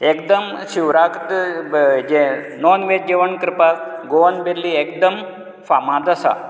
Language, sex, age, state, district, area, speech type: Goan Konkani, male, 60+, Goa, Canacona, rural, spontaneous